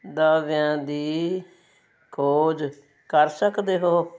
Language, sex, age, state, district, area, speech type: Punjabi, female, 60+, Punjab, Fazilka, rural, read